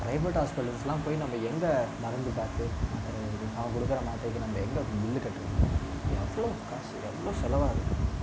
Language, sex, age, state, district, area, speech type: Tamil, male, 18-30, Tamil Nadu, Mayiladuthurai, urban, spontaneous